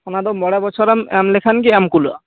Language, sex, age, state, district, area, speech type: Santali, male, 18-30, West Bengal, Purba Bardhaman, rural, conversation